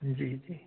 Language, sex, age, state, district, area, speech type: Hindi, male, 30-45, Madhya Pradesh, Hoshangabad, rural, conversation